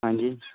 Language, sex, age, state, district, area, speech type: Dogri, male, 18-30, Jammu and Kashmir, Udhampur, rural, conversation